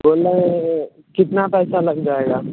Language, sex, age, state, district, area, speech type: Hindi, male, 18-30, Bihar, Vaishali, rural, conversation